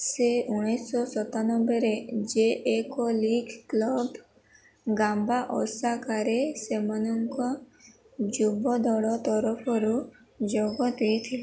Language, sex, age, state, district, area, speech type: Odia, female, 18-30, Odisha, Sundergarh, urban, read